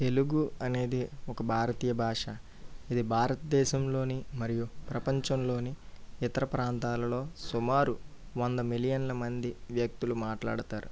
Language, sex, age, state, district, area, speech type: Telugu, male, 30-45, Andhra Pradesh, East Godavari, rural, spontaneous